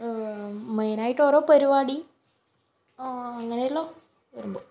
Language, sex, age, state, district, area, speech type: Malayalam, female, 18-30, Kerala, Kannur, rural, spontaneous